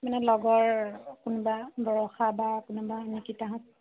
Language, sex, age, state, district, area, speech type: Assamese, female, 18-30, Assam, Sivasagar, rural, conversation